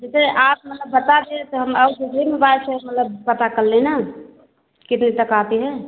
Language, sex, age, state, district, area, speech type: Hindi, female, 60+, Uttar Pradesh, Ayodhya, rural, conversation